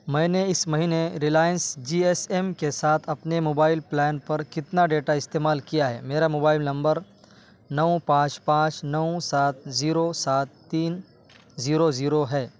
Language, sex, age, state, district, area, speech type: Urdu, male, 18-30, Uttar Pradesh, Saharanpur, urban, read